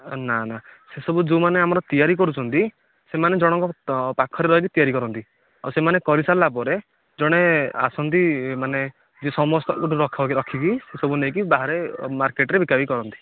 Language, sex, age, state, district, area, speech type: Odia, male, 30-45, Odisha, Nayagarh, rural, conversation